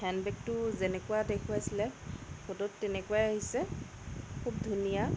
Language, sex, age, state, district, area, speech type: Assamese, female, 30-45, Assam, Sonitpur, rural, spontaneous